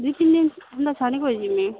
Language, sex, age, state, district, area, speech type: Odia, female, 18-30, Odisha, Balangir, urban, conversation